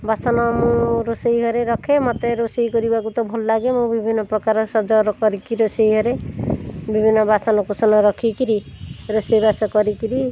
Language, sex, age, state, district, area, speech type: Odia, female, 45-60, Odisha, Puri, urban, spontaneous